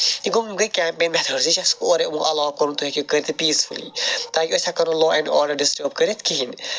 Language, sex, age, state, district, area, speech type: Kashmiri, male, 45-60, Jammu and Kashmir, Srinagar, urban, spontaneous